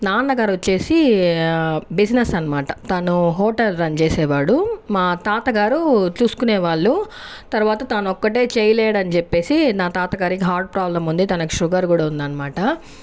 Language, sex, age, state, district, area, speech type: Telugu, female, 30-45, Andhra Pradesh, Sri Balaji, rural, spontaneous